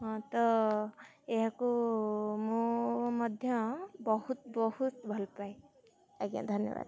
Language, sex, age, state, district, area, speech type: Odia, female, 18-30, Odisha, Jagatsinghpur, rural, spontaneous